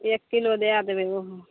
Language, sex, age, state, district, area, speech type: Maithili, female, 18-30, Bihar, Begusarai, rural, conversation